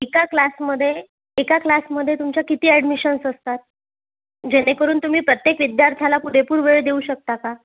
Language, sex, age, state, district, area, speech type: Marathi, female, 30-45, Maharashtra, Amravati, rural, conversation